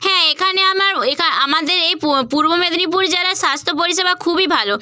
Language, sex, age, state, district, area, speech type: Bengali, female, 30-45, West Bengal, Purba Medinipur, rural, spontaneous